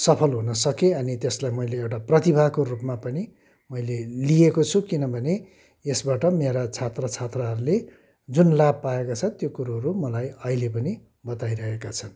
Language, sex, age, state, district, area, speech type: Nepali, male, 60+, West Bengal, Kalimpong, rural, spontaneous